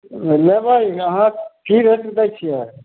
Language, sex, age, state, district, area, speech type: Maithili, male, 60+, Bihar, Samastipur, urban, conversation